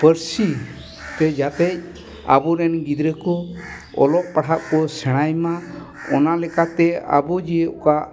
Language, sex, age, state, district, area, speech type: Santali, male, 60+, West Bengal, Dakshin Dinajpur, rural, spontaneous